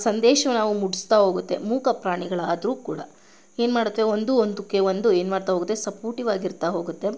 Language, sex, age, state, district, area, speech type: Kannada, female, 30-45, Karnataka, Mandya, rural, spontaneous